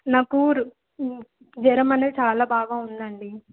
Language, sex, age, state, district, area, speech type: Telugu, female, 18-30, Telangana, Medchal, urban, conversation